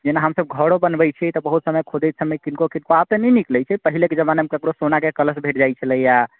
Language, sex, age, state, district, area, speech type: Maithili, male, 30-45, Bihar, Sitamarhi, rural, conversation